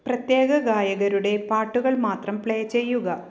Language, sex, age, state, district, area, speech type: Malayalam, female, 30-45, Kerala, Thrissur, urban, read